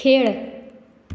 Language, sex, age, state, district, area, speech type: Goan Konkani, female, 18-30, Goa, Tiswadi, rural, read